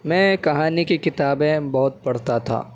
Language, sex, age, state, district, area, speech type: Urdu, male, 18-30, Delhi, Central Delhi, urban, spontaneous